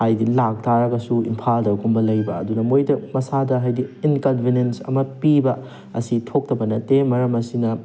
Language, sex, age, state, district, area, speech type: Manipuri, male, 18-30, Manipur, Thoubal, rural, spontaneous